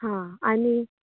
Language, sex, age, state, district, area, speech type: Goan Konkani, female, 18-30, Goa, Canacona, rural, conversation